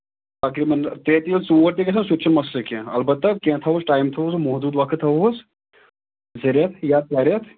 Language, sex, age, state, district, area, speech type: Kashmiri, male, 30-45, Jammu and Kashmir, Anantnag, rural, conversation